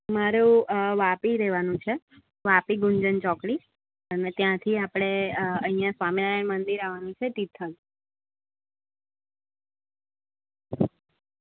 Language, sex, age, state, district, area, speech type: Gujarati, female, 18-30, Gujarat, Valsad, rural, conversation